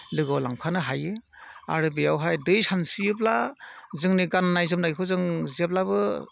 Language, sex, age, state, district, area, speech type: Bodo, male, 45-60, Assam, Udalguri, rural, spontaneous